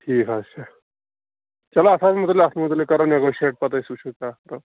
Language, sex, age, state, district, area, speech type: Kashmiri, male, 18-30, Jammu and Kashmir, Pulwama, rural, conversation